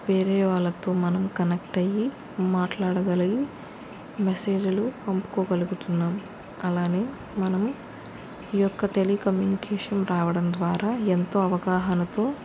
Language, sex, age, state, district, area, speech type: Telugu, female, 45-60, Andhra Pradesh, West Godavari, rural, spontaneous